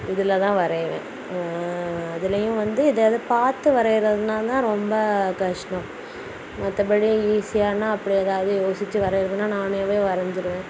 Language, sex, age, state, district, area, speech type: Tamil, female, 18-30, Tamil Nadu, Kanyakumari, rural, spontaneous